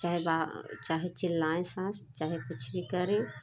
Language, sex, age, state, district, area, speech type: Hindi, female, 30-45, Uttar Pradesh, Prayagraj, rural, spontaneous